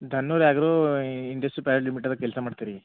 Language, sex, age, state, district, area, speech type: Kannada, male, 18-30, Karnataka, Bidar, urban, conversation